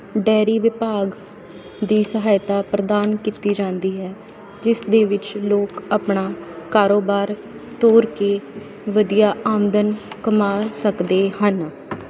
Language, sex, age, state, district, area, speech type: Punjabi, female, 30-45, Punjab, Sangrur, rural, spontaneous